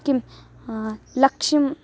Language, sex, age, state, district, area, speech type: Sanskrit, female, 18-30, Karnataka, Bangalore Rural, rural, spontaneous